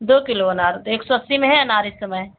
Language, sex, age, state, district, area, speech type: Hindi, female, 60+, Uttar Pradesh, Sitapur, rural, conversation